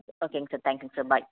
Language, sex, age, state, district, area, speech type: Tamil, female, 30-45, Tamil Nadu, Coimbatore, rural, conversation